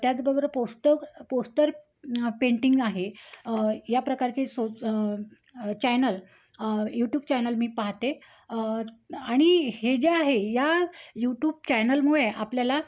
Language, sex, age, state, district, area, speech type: Marathi, female, 30-45, Maharashtra, Amravati, rural, spontaneous